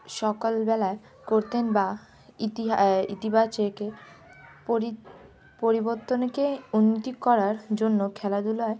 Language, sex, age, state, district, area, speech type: Bengali, female, 18-30, West Bengal, Hooghly, urban, spontaneous